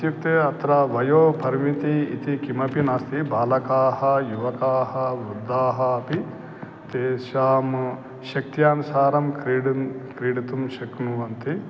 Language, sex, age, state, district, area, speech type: Sanskrit, male, 45-60, Telangana, Karimnagar, urban, spontaneous